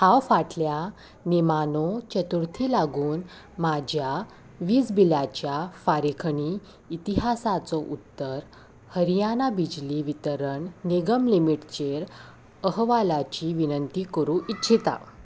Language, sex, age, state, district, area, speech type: Goan Konkani, female, 18-30, Goa, Salcete, urban, read